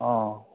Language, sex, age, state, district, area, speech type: Assamese, male, 45-60, Assam, Majuli, urban, conversation